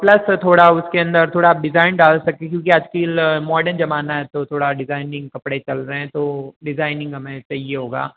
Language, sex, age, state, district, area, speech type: Hindi, male, 18-30, Rajasthan, Jodhpur, urban, conversation